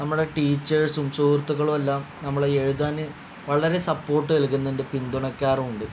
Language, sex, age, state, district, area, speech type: Malayalam, male, 45-60, Kerala, Palakkad, rural, spontaneous